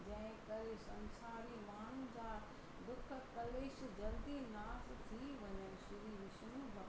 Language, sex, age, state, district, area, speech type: Sindhi, female, 60+, Gujarat, Surat, urban, spontaneous